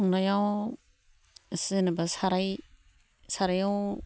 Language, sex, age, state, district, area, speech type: Bodo, female, 45-60, Assam, Baksa, rural, spontaneous